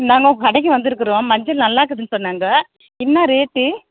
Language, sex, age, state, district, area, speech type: Tamil, female, 45-60, Tamil Nadu, Tiruvannamalai, urban, conversation